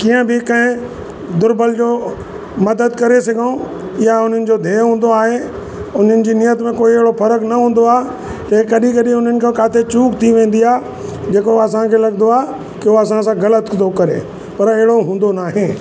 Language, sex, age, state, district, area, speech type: Sindhi, male, 60+, Uttar Pradesh, Lucknow, rural, spontaneous